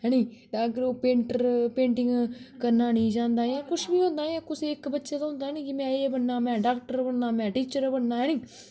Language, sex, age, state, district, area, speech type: Dogri, female, 18-30, Jammu and Kashmir, Kathua, urban, spontaneous